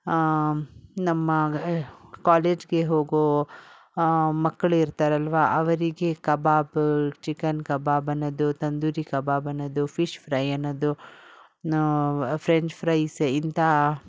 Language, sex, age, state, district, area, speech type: Kannada, female, 60+, Karnataka, Bangalore Urban, rural, spontaneous